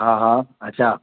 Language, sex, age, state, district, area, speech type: Sindhi, male, 45-60, Maharashtra, Mumbai Suburban, urban, conversation